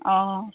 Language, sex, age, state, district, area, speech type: Assamese, female, 45-60, Assam, Darrang, rural, conversation